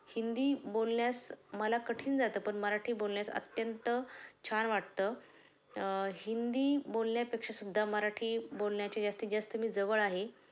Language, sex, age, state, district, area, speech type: Marathi, female, 30-45, Maharashtra, Ahmednagar, rural, spontaneous